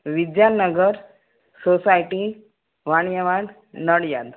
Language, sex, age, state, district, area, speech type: Gujarati, female, 60+, Gujarat, Kheda, rural, conversation